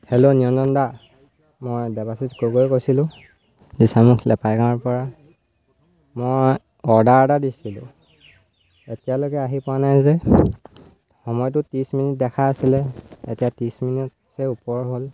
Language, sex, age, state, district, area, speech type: Assamese, male, 18-30, Assam, Sivasagar, rural, spontaneous